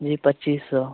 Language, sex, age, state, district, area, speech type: Hindi, male, 18-30, Uttar Pradesh, Chandauli, rural, conversation